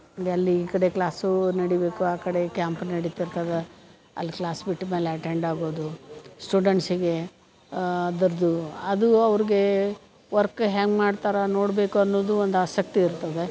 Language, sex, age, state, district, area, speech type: Kannada, female, 60+, Karnataka, Gadag, rural, spontaneous